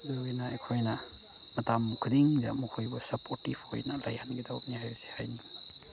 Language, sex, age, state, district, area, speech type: Manipuri, male, 30-45, Manipur, Chandel, rural, spontaneous